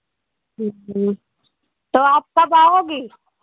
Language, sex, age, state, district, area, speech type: Hindi, female, 45-60, Uttar Pradesh, Lucknow, rural, conversation